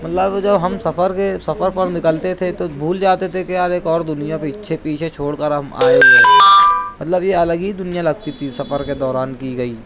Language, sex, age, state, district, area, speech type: Urdu, male, 18-30, Maharashtra, Nashik, urban, spontaneous